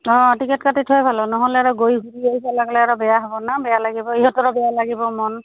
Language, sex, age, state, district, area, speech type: Assamese, female, 45-60, Assam, Goalpara, rural, conversation